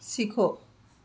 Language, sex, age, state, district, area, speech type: Urdu, other, 60+, Telangana, Hyderabad, urban, read